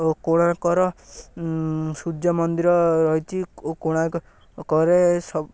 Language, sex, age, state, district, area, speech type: Odia, male, 18-30, Odisha, Ganjam, rural, spontaneous